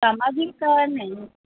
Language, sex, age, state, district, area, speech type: Marathi, female, 45-60, Maharashtra, Mumbai Suburban, urban, conversation